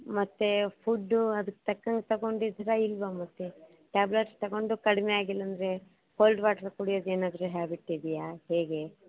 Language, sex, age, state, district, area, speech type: Kannada, female, 60+, Karnataka, Chitradurga, rural, conversation